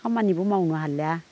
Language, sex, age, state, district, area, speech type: Bodo, female, 60+, Assam, Udalguri, rural, spontaneous